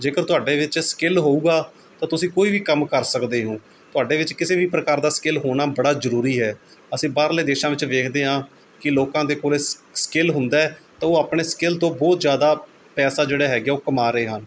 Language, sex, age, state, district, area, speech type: Punjabi, male, 45-60, Punjab, Mohali, urban, spontaneous